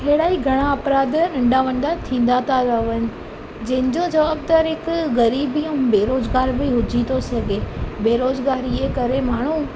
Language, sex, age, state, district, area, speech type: Sindhi, female, 18-30, Gujarat, Surat, urban, spontaneous